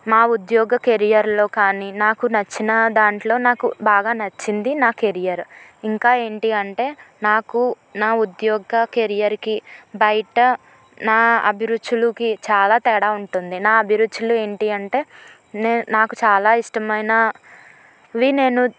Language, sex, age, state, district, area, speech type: Telugu, female, 30-45, Andhra Pradesh, Eluru, rural, spontaneous